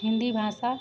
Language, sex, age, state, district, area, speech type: Hindi, female, 18-30, Madhya Pradesh, Seoni, urban, spontaneous